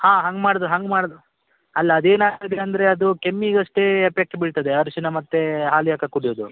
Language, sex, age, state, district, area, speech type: Kannada, male, 18-30, Karnataka, Uttara Kannada, rural, conversation